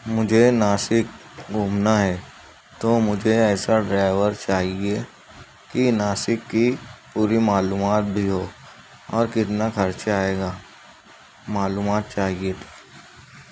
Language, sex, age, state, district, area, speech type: Urdu, male, 18-30, Maharashtra, Nashik, urban, spontaneous